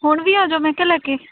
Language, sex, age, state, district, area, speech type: Punjabi, female, 18-30, Punjab, Hoshiarpur, urban, conversation